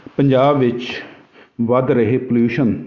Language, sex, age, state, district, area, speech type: Punjabi, male, 45-60, Punjab, Jalandhar, urban, spontaneous